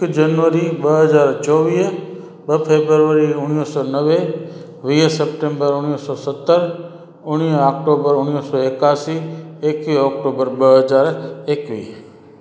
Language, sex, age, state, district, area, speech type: Sindhi, male, 45-60, Gujarat, Junagadh, urban, spontaneous